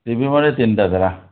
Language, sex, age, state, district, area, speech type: Odia, male, 45-60, Odisha, Dhenkanal, rural, conversation